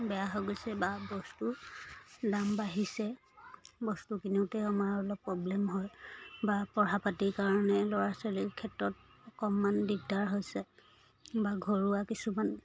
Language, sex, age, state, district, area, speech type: Assamese, female, 30-45, Assam, Charaideo, rural, spontaneous